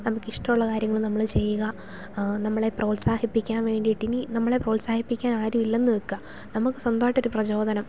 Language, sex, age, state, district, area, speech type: Malayalam, female, 30-45, Kerala, Idukki, rural, spontaneous